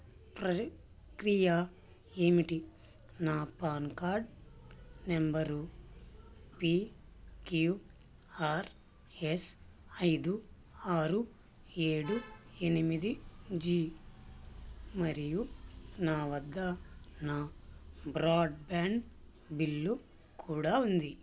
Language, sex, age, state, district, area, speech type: Telugu, male, 18-30, Andhra Pradesh, Krishna, rural, read